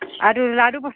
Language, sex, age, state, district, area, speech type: Assamese, female, 45-60, Assam, Nalbari, rural, conversation